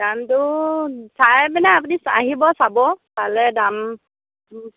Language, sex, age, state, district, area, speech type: Assamese, female, 30-45, Assam, Lakhimpur, rural, conversation